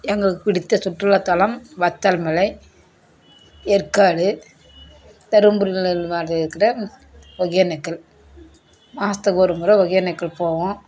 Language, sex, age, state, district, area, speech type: Tamil, female, 60+, Tamil Nadu, Dharmapuri, urban, spontaneous